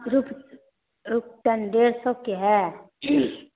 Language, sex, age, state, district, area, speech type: Maithili, female, 18-30, Bihar, Samastipur, rural, conversation